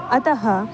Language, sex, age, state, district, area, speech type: Sanskrit, female, 18-30, Karnataka, Uttara Kannada, rural, spontaneous